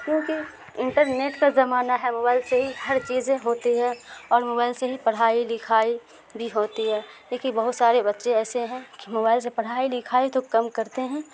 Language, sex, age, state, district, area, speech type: Urdu, female, 30-45, Bihar, Supaul, rural, spontaneous